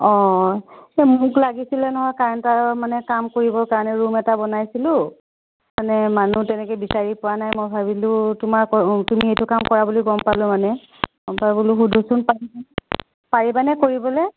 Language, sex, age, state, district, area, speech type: Assamese, female, 45-60, Assam, Biswanath, rural, conversation